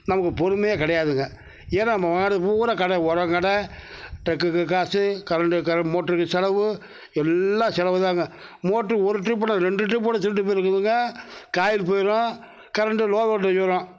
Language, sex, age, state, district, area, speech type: Tamil, male, 60+, Tamil Nadu, Mayiladuthurai, urban, spontaneous